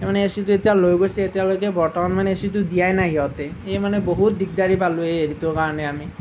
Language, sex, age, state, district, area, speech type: Assamese, male, 18-30, Assam, Nalbari, rural, spontaneous